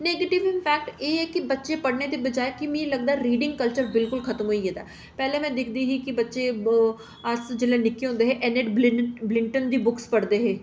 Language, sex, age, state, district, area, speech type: Dogri, female, 30-45, Jammu and Kashmir, Reasi, urban, spontaneous